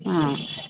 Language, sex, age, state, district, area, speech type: Kannada, female, 45-60, Karnataka, Bangalore Urban, urban, conversation